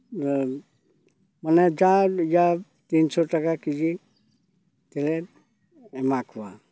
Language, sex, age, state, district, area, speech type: Santali, male, 60+, West Bengal, Purulia, rural, spontaneous